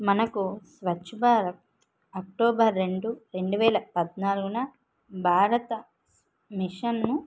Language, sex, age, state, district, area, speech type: Telugu, female, 45-60, Andhra Pradesh, Vizianagaram, rural, spontaneous